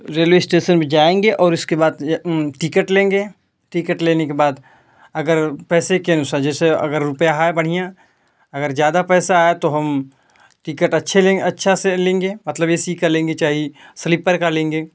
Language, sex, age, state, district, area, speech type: Hindi, male, 18-30, Uttar Pradesh, Ghazipur, rural, spontaneous